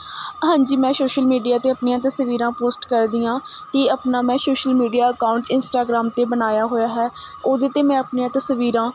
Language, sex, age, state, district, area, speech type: Punjabi, female, 30-45, Punjab, Mohali, urban, spontaneous